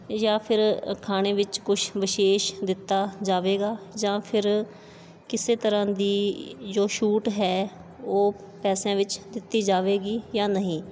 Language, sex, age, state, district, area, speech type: Punjabi, female, 18-30, Punjab, Bathinda, rural, spontaneous